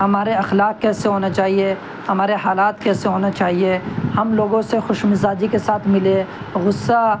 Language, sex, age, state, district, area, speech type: Urdu, male, 18-30, Delhi, North West Delhi, urban, spontaneous